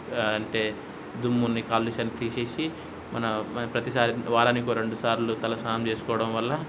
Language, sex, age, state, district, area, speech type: Telugu, male, 30-45, Telangana, Hyderabad, rural, spontaneous